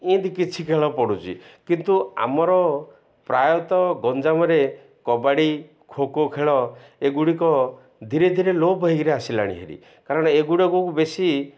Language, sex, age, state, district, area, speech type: Odia, male, 60+, Odisha, Ganjam, urban, spontaneous